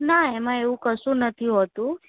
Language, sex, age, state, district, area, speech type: Gujarati, female, 18-30, Gujarat, Ahmedabad, urban, conversation